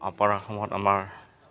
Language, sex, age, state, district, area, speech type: Assamese, male, 45-60, Assam, Goalpara, urban, spontaneous